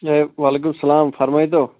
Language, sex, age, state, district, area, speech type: Kashmiri, male, 18-30, Jammu and Kashmir, Anantnag, urban, conversation